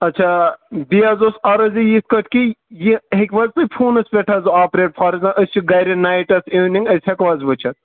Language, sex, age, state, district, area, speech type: Kashmiri, male, 18-30, Jammu and Kashmir, Shopian, rural, conversation